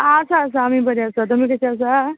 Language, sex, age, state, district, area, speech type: Goan Konkani, female, 30-45, Goa, Quepem, rural, conversation